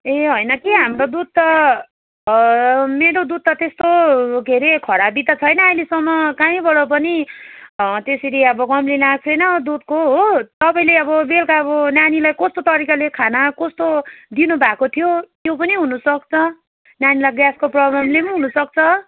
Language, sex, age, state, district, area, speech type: Nepali, female, 30-45, West Bengal, Darjeeling, rural, conversation